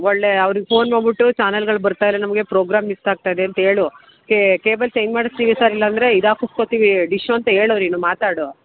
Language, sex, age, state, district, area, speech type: Kannada, female, 30-45, Karnataka, Mandya, rural, conversation